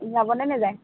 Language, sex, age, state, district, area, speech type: Assamese, female, 18-30, Assam, Dhemaji, urban, conversation